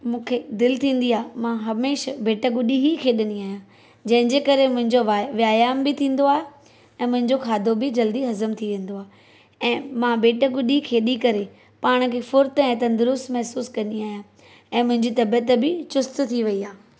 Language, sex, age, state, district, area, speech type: Sindhi, female, 30-45, Maharashtra, Thane, urban, spontaneous